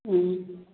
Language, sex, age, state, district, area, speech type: Manipuri, female, 45-60, Manipur, Churachandpur, rural, conversation